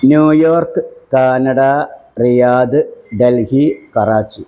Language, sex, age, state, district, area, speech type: Malayalam, male, 60+, Kerala, Malappuram, rural, spontaneous